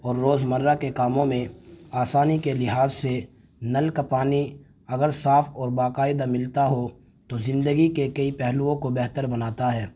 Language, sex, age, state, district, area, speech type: Urdu, male, 18-30, Uttar Pradesh, Saharanpur, urban, spontaneous